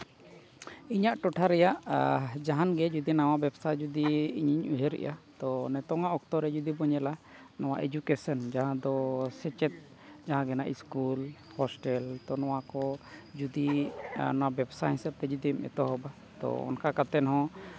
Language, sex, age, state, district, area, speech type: Santali, male, 30-45, Jharkhand, Seraikela Kharsawan, rural, spontaneous